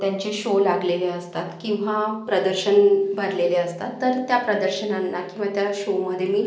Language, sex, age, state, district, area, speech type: Marathi, female, 18-30, Maharashtra, Akola, urban, spontaneous